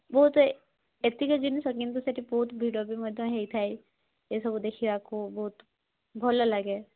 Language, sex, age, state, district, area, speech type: Odia, female, 18-30, Odisha, Mayurbhanj, rural, conversation